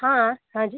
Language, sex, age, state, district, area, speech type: Hindi, female, 45-60, Uttar Pradesh, Mau, rural, conversation